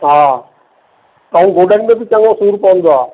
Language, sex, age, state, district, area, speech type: Sindhi, male, 45-60, Maharashtra, Thane, urban, conversation